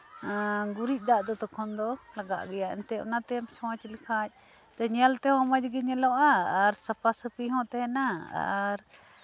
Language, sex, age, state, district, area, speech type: Santali, female, 45-60, West Bengal, Birbhum, rural, spontaneous